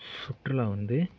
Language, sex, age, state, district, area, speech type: Tamil, male, 18-30, Tamil Nadu, Mayiladuthurai, rural, spontaneous